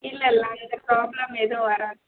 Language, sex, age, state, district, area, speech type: Tamil, female, 30-45, Tamil Nadu, Chennai, urban, conversation